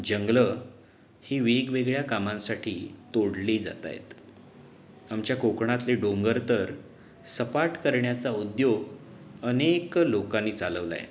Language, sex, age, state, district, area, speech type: Marathi, male, 30-45, Maharashtra, Ratnagiri, urban, spontaneous